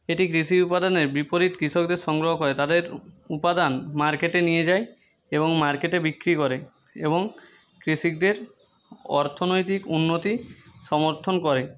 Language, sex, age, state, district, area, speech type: Bengali, male, 30-45, West Bengal, Jhargram, rural, spontaneous